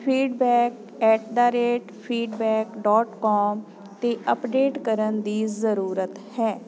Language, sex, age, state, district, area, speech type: Punjabi, female, 45-60, Punjab, Jalandhar, urban, read